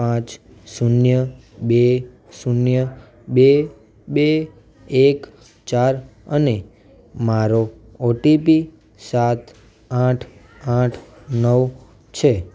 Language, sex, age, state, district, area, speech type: Gujarati, male, 18-30, Gujarat, Anand, urban, read